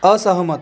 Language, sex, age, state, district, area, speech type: Marathi, male, 30-45, Maharashtra, Akola, rural, read